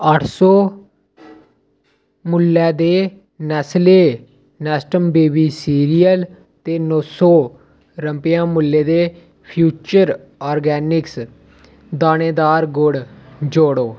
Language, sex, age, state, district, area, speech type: Dogri, male, 18-30, Jammu and Kashmir, Reasi, rural, read